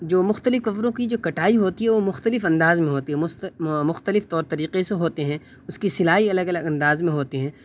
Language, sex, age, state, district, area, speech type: Urdu, male, 18-30, Delhi, North West Delhi, urban, spontaneous